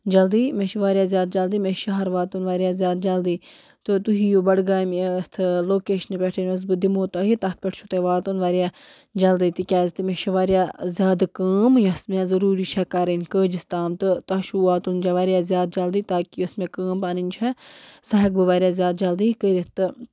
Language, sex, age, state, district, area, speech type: Kashmiri, female, 18-30, Jammu and Kashmir, Baramulla, rural, spontaneous